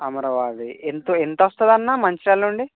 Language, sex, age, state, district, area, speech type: Telugu, male, 18-30, Telangana, Mancherial, rural, conversation